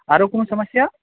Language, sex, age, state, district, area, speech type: Maithili, male, 18-30, Bihar, Purnia, urban, conversation